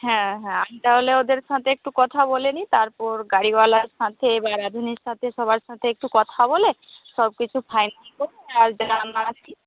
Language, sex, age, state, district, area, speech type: Bengali, female, 18-30, West Bengal, Jhargram, rural, conversation